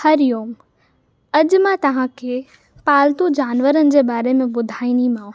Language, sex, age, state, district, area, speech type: Sindhi, female, 18-30, Maharashtra, Mumbai Suburban, urban, spontaneous